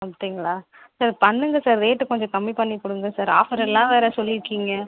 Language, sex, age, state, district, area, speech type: Tamil, female, 30-45, Tamil Nadu, Viluppuram, rural, conversation